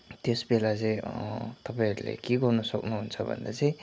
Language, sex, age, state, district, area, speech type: Nepali, male, 30-45, West Bengal, Kalimpong, rural, spontaneous